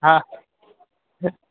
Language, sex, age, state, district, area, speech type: Gujarati, male, 18-30, Gujarat, Junagadh, urban, conversation